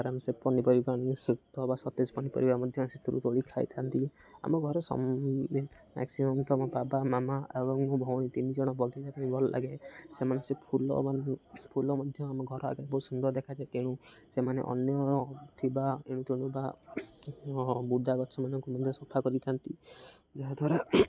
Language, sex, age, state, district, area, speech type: Odia, male, 18-30, Odisha, Jagatsinghpur, rural, spontaneous